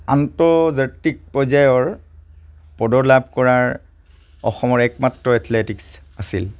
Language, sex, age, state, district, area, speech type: Assamese, male, 30-45, Assam, Charaideo, rural, spontaneous